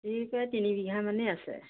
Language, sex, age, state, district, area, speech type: Assamese, female, 30-45, Assam, Jorhat, urban, conversation